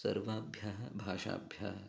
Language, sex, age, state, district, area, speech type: Sanskrit, male, 30-45, Karnataka, Uttara Kannada, rural, spontaneous